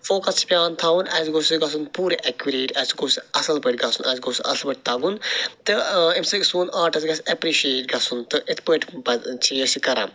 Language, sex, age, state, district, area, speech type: Kashmiri, male, 45-60, Jammu and Kashmir, Srinagar, urban, spontaneous